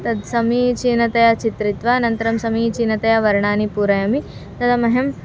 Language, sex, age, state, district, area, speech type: Sanskrit, female, 18-30, Karnataka, Dharwad, urban, spontaneous